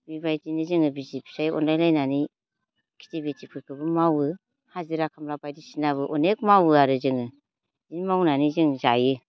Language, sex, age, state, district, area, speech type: Bodo, female, 45-60, Assam, Baksa, rural, spontaneous